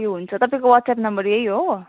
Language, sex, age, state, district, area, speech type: Nepali, female, 18-30, West Bengal, Jalpaiguri, urban, conversation